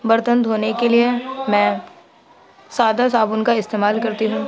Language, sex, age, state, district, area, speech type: Urdu, female, 45-60, Uttar Pradesh, Gautam Buddha Nagar, urban, spontaneous